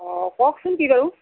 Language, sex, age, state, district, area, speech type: Assamese, male, 45-60, Assam, Nalbari, rural, conversation